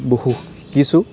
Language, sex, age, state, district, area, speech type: Assamese, male, 18-30, Assam, Nagaon, rural, spontaneous